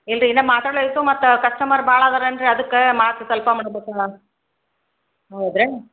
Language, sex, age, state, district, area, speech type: Kannada, female, 45-60, Karnataka, Koppal, rural, conversation